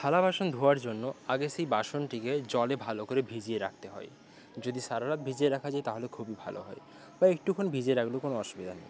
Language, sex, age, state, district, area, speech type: Bengali, male, 18-30, West Bengal, Paschim Medinipur, rural, spontaneous